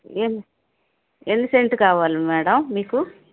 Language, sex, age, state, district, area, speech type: Telugu, female, 45-60, Andhra Pradesh, Bapatla, urban, conversation